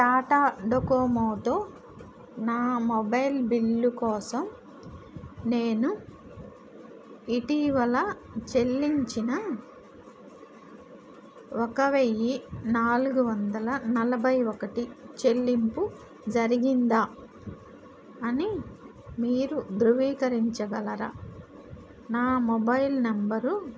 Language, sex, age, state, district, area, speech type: Telugu, female, 60+, Andhra Pradesh, N T Rama Rao, urban, read